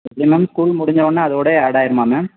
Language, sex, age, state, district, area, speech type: Tamil, male, 30-45, Tamil Nadu, Thoothukudi, urban, conversation